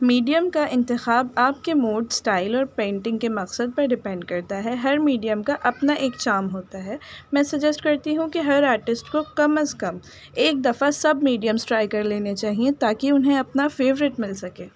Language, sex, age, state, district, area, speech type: Urdu, female, 18-30, Delhi, North East Delhi, urban, spontaneous